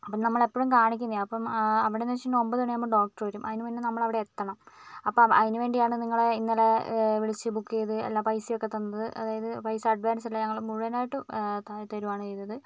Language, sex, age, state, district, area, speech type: Malayalam, female, 30-45, Kerala, Wayanad, rural, spontaneous